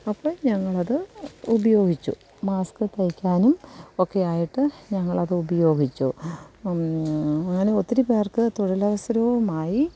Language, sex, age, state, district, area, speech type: Malayalam, female, 45-60, Kerala, Kollam, rural, spontaneous